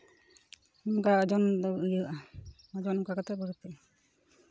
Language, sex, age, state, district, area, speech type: Santali, female, 18-30, West Bengal, Purulia, rural, spontaneous